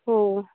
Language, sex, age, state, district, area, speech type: Marathi, female, 18-30, Maharashtra, Ahmednagar, rural, conversation